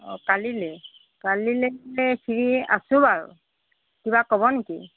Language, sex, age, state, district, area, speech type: Assamese, female, 60+, Assam, Golaghat, rural, conversation